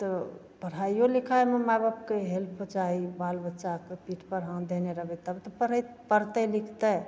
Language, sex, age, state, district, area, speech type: Maithili, female, 45-60, Bihar, Begusarai, rural, spontaneous